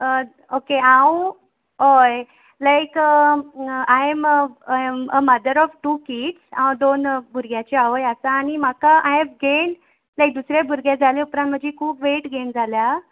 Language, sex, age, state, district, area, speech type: Goan Konkani, female, 30-45, Goa, Quepem, rural, conversation